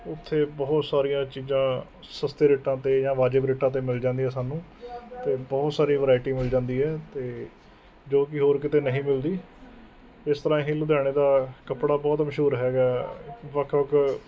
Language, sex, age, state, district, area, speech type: Punjabi, male, 30-45, Punjab, Mohali, urban, spontaneous